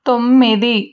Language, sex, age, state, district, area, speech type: Telugu, female, 45-60, Andhra Pradesh, N T Rama Rao, urban, read